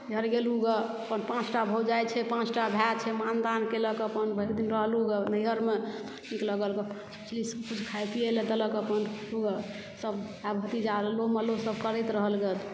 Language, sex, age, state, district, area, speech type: Maithili, female, 60+, Bihar, Supaul, urban, spontaneous